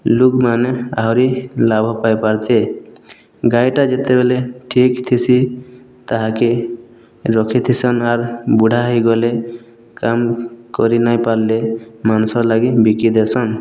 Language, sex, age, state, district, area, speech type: Odia, male, 18-30, Odisha, Boudh, rural, spontaneous